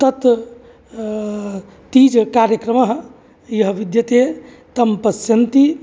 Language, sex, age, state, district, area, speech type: Sanskrit, male, 45-60, Uttar Pradesh, Mirzapur, urban, spontaneous